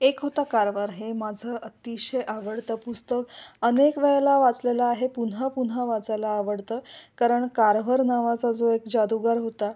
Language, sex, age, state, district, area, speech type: Marathi, female, 45-60, Maharashtra, Kolhapur, urban, spontaneous